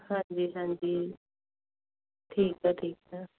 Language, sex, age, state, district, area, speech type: Punjabi, female, 18-30, Punjab, Tarn Taran, rural, conversation